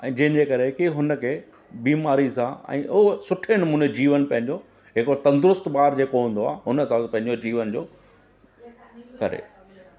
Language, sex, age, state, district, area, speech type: Sindhi, male, 45-60, Gujarat, Surat, urban, spontaneous